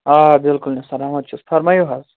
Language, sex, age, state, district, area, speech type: Kashmiri, male, 30-45, Jammu and Kashmir, Shopian, rural, conversation